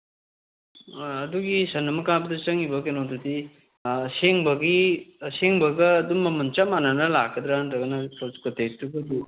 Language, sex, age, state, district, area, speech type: Manipuri, male, 30-45, Manipur, Kangpokpi, urban, conversation